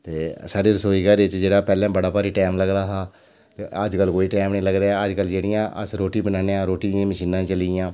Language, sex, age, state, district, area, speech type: Dogri, male, 45-60, Jammu and Kashmir, Udhampur, urban, spontaneous